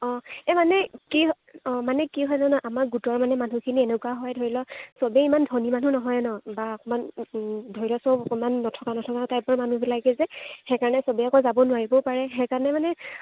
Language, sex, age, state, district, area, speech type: Assamese, female, 18-30, Assam, Lakhimpur, rural, conversation